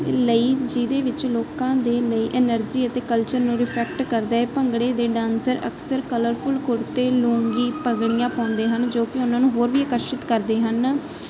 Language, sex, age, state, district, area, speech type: Punjabi, female, 30-45, Punjab, Barnala, rural, spontaneous